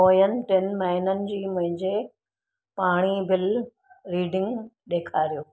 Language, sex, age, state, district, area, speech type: Sindhi, female, 60+, Gujarat, Surat, urban, read